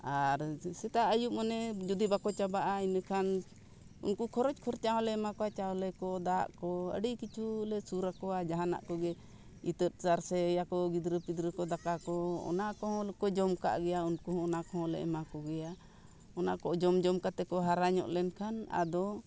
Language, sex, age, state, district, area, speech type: Santali, female, 60+, Jharkhand, Bokaro, rural, spontaneous